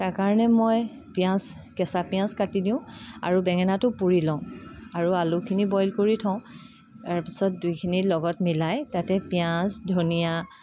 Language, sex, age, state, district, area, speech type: Assamese, female, 30-45, Assam, Dibrugarh, urban, spontaneous